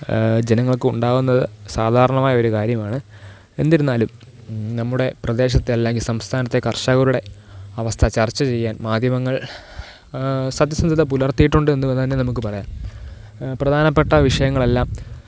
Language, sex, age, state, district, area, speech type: Malayalam, male, 18-30, Kerala, Thiruvananthapuram, rural, spontaneous